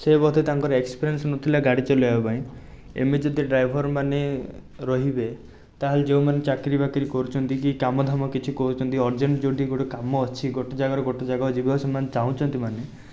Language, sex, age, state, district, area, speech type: Odia, male, 18-30, Odisha, Rayagada, urban, spontaneous